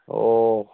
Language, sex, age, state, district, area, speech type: Manipuri, male, 45-60, Manipur, Churachandpur, urban, conversation